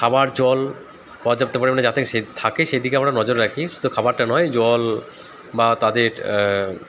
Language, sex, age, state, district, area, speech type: Bengali, male, 30-45, West Bengal, Dakshin Dinajpur, urban, spontaneous